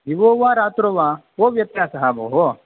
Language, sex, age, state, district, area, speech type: Sanskrit, male, 18-30, Tamil Nadu, Chennai, urban, conversation